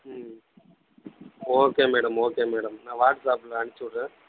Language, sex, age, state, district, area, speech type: Tamil, male, 18-30, Tamil Nadu, Kallakurichi, rural, conversation